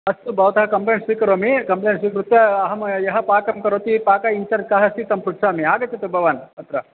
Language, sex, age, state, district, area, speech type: Sanskrit, male, 30-45, Karnataka, Bangalore Urban, urban, conversation